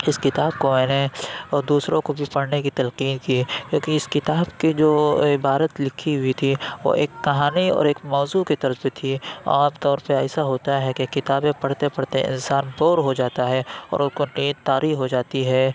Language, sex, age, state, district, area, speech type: Urdu, male, 30-45, Uttar Pradesh, Lucknow, rural, spontaneous